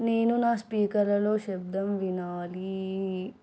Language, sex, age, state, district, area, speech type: Telugu, female, 18-30, Telangana, Nirmal, rural, read